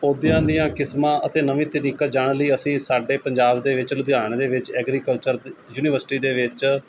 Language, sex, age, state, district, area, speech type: Punjabi, male, 45-60, Punjab, Mohali, urban, spontaneous